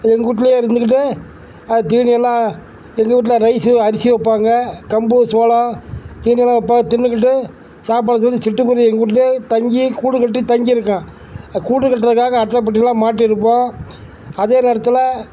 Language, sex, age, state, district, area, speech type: Tamil, male, 60+, Tamil Nadu, Tiruchirappalli, rural, spontaneous